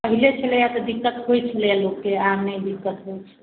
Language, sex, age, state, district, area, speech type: Maithili, male, 45-60, Bihar, Sitamarhi, urban, conversation